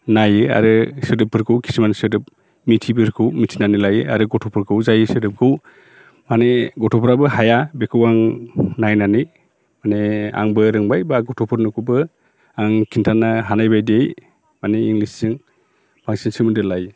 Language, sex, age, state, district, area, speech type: Bodo, male, 45-60, Assam, Baksa, rural, spontaneous